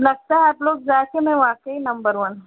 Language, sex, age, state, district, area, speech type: Urdu, female, 30-45, Uttar Pradesh, Balrampur, rural, conversation